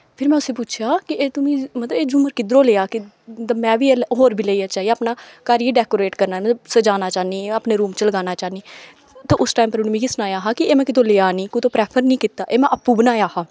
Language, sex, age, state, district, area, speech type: Dogri, female, 18-30, Jammu and Kashmir, Kathua, rural, spontaneous